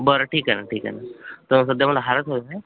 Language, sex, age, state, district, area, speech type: Marathi, male, 45-60, Maharashtra, Amravati, rural, conversation